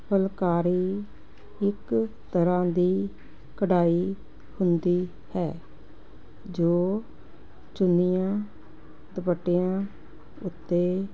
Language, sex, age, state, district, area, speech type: Punjabi, female, 60+, Punjab, Jalandhar, urban, spontaneous